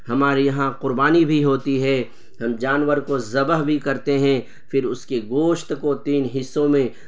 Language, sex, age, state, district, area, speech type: Urdu, male, 30-45, Bihar, Purnia, rural, spontaneous